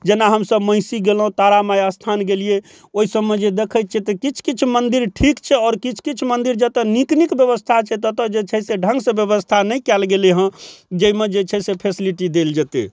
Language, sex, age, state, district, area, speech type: Maithili, male, 45-60, Bihar, Darbhanga, rural, spontaneous